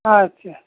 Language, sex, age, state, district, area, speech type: Bengali, male, 60+, West Bengal, Hooghly, rural, conversation